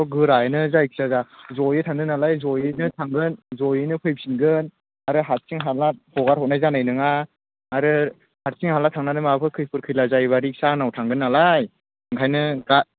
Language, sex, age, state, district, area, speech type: Bodo, male, 18-30, Assam, Chirang, rural, conversation